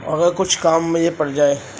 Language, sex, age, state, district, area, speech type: Urdu, male, 18-30, Uttar Pradesh, Ghaziabad, rural, spontaneous